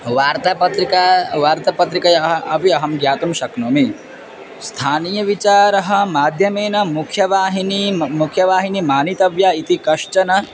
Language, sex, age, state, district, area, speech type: Sanskrit, male, 18-30, Assam, Dhemaji, rural, spontaneous